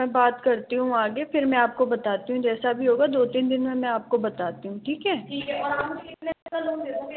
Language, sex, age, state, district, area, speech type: Hindi, female, 30-45, Rajasthan, Jaipur, urban, conversation